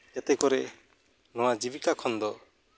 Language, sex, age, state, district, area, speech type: Santali, male, 30-45, West Bengal, Uttar Dinajpur, rural, spontaneous